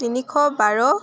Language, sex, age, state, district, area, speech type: Assamese, female, 18-30, Assam, Tinsukia, urban, spontaneous